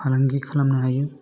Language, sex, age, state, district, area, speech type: Bodo, male, 18-30, Assam, Kokrajhar, urban, spontaneous